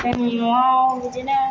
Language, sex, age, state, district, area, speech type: Bodo, female, 30-45, Assam, Chirang, rural, spontaneous